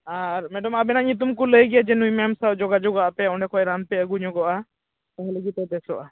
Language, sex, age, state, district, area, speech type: Santali, male, 18-30, West Bengal, Purba Bardhaman, rural, conversation